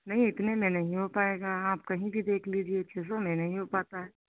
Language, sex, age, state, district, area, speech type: Hindi, female, 45-60, Uttar Pradesh, Sitapur, rural, conversation